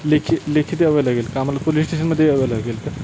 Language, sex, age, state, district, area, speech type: Marathi, male, 18-30, Maharashtra, Satara, rural, spontaneous